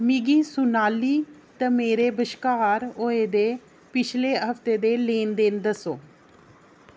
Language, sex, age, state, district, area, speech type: Dogri, female, 30-45, Jammu and Kashmir, Reasi, rural, read